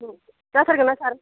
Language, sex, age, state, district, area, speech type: Bodo, female, 60+, Assam, Kokrajhar, rural, conversation